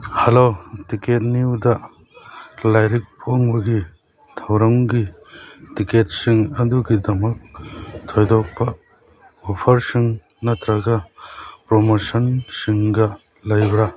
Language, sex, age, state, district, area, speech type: Manipuri, male, 45-60, Manipur, Churachandpur, rural, read